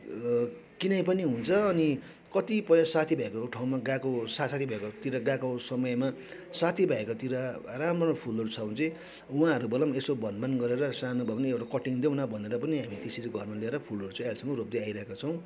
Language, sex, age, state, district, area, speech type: Nepali, male, 45-60, West Bengal, Darjeeling, rural, spontaneous